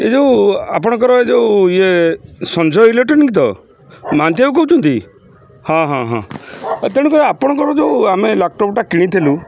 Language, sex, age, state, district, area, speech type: Odia, male, 60+, Odisha, Kendrapara, urban, spontaneous